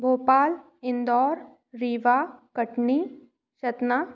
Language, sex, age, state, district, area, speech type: Hindi, female, 18-30, Madhya Pradesh, Katni, urban, spontaneous